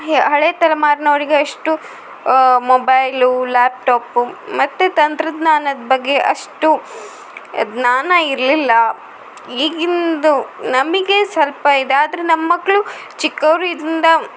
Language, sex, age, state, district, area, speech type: Kannada, female, 30-45, Karnataka, Shimoga, rural, spontaneous